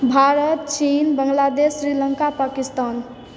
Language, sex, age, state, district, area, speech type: Maithili, male, 30-45, Bihar, Supaul, rural, spontaneous